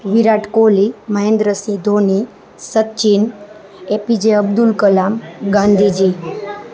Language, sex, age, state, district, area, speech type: Gujarati, female, 30-45, Gujarat, Rajkot, urban, spontaneous